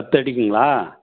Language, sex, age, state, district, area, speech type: Tamil, male, 60+, Tamil Nadu, Tiruvannamalai, urban, conversation